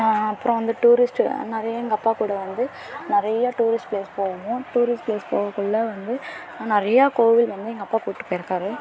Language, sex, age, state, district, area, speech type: Tamil, female, 18-30, Tamil Nadu, Perambalur, rural, spontaneous